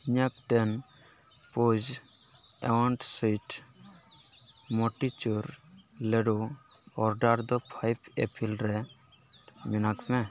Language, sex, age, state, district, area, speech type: Santali, male, 18-30, West Bengal, Purulia, rural, read